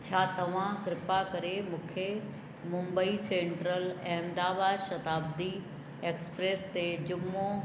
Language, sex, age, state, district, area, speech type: Sindhi, female, 60+, Uttar Pradesh, Lucknow, rural, read